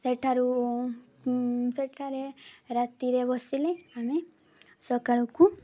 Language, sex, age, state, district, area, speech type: Odia, female, 18-30, Odisha, Mayurbhanj, rural, spontaneous